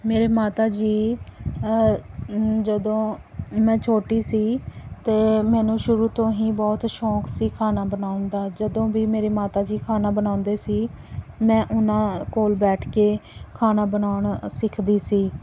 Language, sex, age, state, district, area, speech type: Punjabi, female, 30-45, Punjab, Pathankot, rural, spontaneous